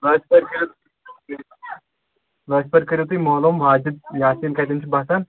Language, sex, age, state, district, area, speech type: Kashmiri, male, 18-30, Jammu and Kashmir, Pulwama, urban, conversation